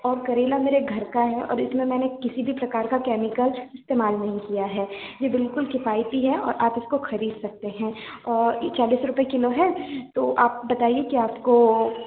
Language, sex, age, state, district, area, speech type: Hindi, female, 18-30, Madhya Pradesh, Balaghat, rural, conversation